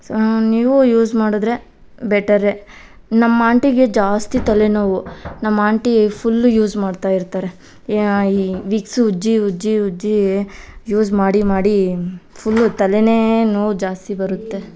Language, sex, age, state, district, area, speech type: Kannada, female, 18-30, Karnataka, Kolar, rural, spontaneous